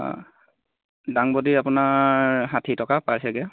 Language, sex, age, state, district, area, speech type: Assamese, male, 18-30, Assam, Golaghat, rural, conversation